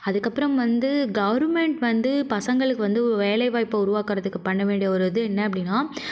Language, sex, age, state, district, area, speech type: Tamil, female, 45-60, Tamil Nadu, Mayiladuthurai, rural, spontaneous